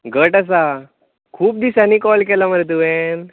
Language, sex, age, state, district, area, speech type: Goan Konkani, male, 18-30, Goa, Tiswadi, rural, conversation